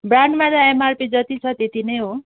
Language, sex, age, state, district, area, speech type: Nepali, female, 30-45, West Bengal, Kalimpong, rural, conversation